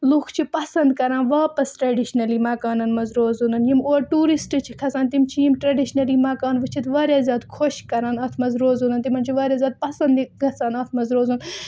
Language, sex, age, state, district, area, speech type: Kashmiri, female, 18-30, Jammu and Kashmir, Budgam, rural, spontaneous